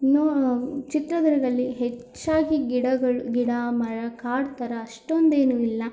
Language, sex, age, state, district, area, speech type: Kannada, female, 18-30, Karnataka, Chitradurga, rural, spontaneous